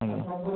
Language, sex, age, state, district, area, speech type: Odia, male, 30-45, Odisha, Mayurbhanj, rural, conversation